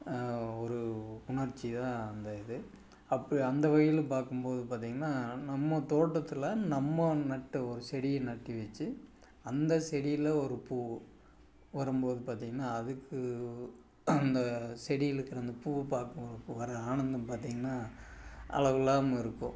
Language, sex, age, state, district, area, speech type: Tamil, male, 45-60, Tamil Nadu, Tiruppur, rural, spontaneous